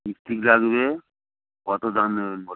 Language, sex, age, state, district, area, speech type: Bengali, male, 45-60, West Bengal, Hooghly, rural, conversation